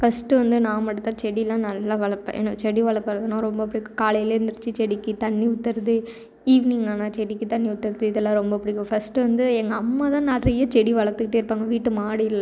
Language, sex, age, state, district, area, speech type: Tamil, female, 18-30, Tamil Nadu, Thoothukudi, rural, spontaneous